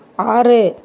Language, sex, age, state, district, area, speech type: Tamil, female, 45-60, Tamil Nadu, Thoothukudi, urban, read